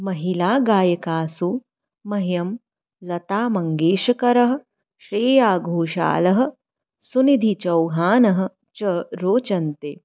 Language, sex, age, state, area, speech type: Sanskrit, female, 30-45, Delhi, urban, spontaneous